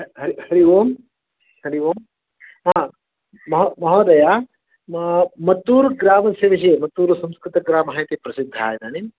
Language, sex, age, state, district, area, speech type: Sanskrit, male, 45-60, Karnataka, Shimoga, rural, conversation